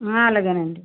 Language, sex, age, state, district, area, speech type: Telugu, female, 60+, Andhra Pradesh, West Godavari, rural, conversation